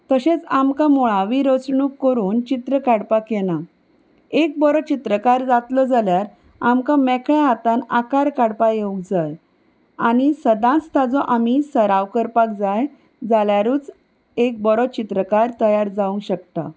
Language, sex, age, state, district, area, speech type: Goan Konkani, female, 30-45, Goa, Salcete, rural, spontaneous